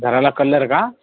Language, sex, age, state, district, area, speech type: Marathi, male, 18-30, Maharashtra, Washim, urban, conversation